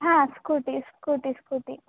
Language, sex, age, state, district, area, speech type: Kannada, female, 18-30, Karnataka, Tumkur, rural, conversation